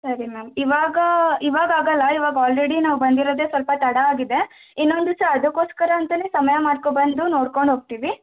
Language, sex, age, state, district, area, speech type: Kannada, female, 18-30, Karnataka, Shimoga, rural, conversation